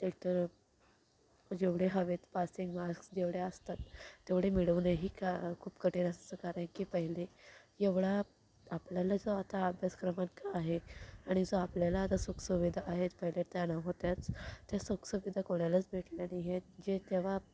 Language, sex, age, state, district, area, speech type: Marathi, female, 18-30, Maharashtra, Thane, urban, spontaneous